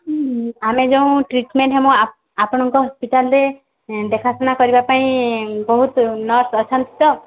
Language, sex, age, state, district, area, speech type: Odia, female, 18-30, Odisha, Subarnapur, urban, conversation